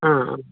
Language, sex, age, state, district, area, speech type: Malayalam, female, 60+, Kerala, Palakkad, rural, conversation